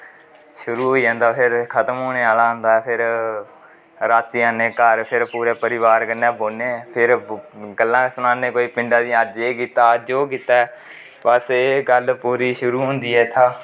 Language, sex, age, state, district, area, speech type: Dogri, male, 18-30, Jammu and Kashmir, Kathua, rural, spontaneous